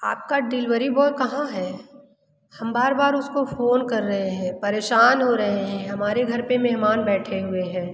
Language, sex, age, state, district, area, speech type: Hindi, female, 30-45, Uttar Pradesh, Mirzapur, rural, spontaneous